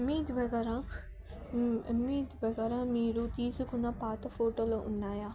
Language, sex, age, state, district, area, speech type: Telugu, female, 18-30, Telangana, Yadadri Bhuvanagiri, urban, spontaneous